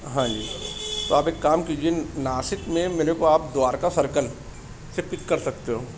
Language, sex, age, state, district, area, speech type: Urdu, male, 45-60, Maharashtra, Nashik, urban, spontaneous